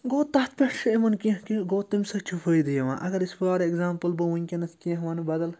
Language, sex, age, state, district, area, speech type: Kashmiri, male, 30-45, Jammu and Kashmir, Bandipora, rural, spontaneous